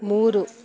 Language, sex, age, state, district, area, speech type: Kannada, female, 45-60, Karnataka, Mandya, rural, read